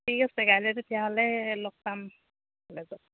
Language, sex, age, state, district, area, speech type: Assamese, female, 30-45, Assam, Jorhat, urban, conversation